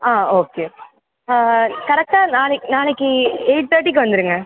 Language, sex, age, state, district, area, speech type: Tamil, male, 18-30, Tamil Nadu, Sivaganga, rural, conversation